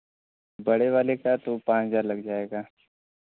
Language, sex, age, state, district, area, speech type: Hindi, male, 18-30, Uttar Pradesh, Varanasi, rural, conversation